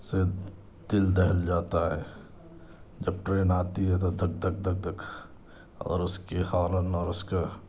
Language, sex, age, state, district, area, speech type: Urdu, male, 45-60, Telangana, Hyderabad, urban, spontaneous